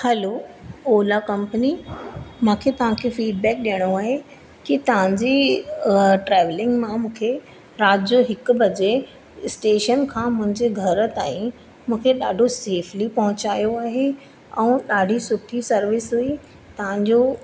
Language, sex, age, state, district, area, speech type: Sindhi, female, 30-45, Madhya Pradesh, Katni, urban, spontaneous